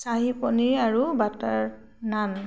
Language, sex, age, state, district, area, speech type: Assamese, female, 60+, Assam, Tinsukia, rural, spontaneous